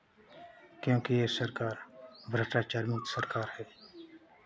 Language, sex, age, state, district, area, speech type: Hindi, male, 30-45, Uttar Pradesh, Chandauli, rural, spontaneous